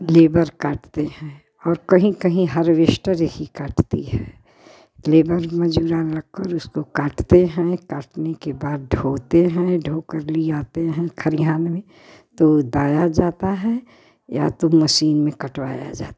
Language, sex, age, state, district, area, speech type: Hindi, female, 60+, Uttar Pradesh, Chandauli, urban, spontaneous